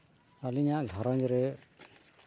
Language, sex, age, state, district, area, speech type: Santali, male, 60+, Jharkhand, East Singhbhum, rural, spontaneous